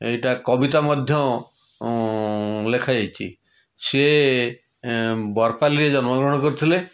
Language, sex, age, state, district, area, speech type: Odia, male, 60+, Odisha, Puri, urban, spontaneous